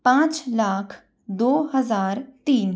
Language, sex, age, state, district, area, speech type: Hindi, female, 45-60, Rajasthan, Jaipur, urban, spontaneous